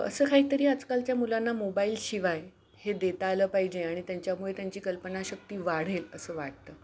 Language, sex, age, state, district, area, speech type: Marathi, female, 45-60, Maharashtra, Palghar, urban, spontaneous